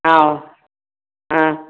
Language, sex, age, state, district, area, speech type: Tamil, female, 60+, Tamil Nadu, Krishnagiri, rural, conversation